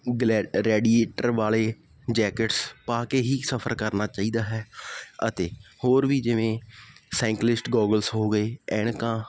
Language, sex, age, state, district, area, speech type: Punjabi, male, 18-30, Punjab, Muktsar, rural, spontaneous